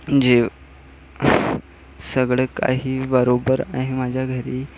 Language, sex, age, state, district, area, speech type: Marathi, male, 18-30, Maharashtra, Nagpur, urban, spontaneous